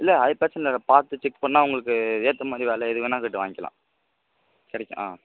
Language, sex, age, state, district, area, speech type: Tamil, male, 18-30, Tamil Nadu, Virudhunagar, urban, conversation